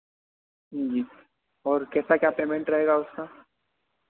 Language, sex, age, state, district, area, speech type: Hindi, male, 30-45, Madhya Pradesh, Harda, urban, conversation